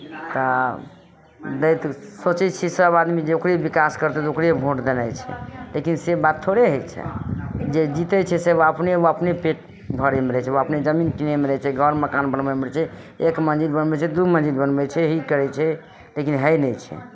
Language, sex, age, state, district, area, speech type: Maithili, female, 60+, Bihar, Madhepura, rural, spontaneous